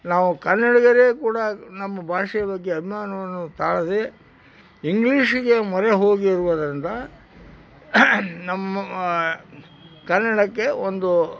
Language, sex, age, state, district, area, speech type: Kannada, male, 60+, Karnataka, Koppal, rural, spontaneous